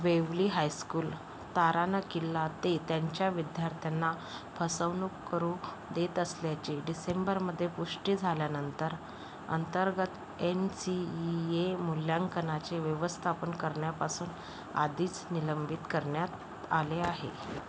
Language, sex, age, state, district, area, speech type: Marathi, female, 18-30, Maharashtra, Yavatmal, rural, read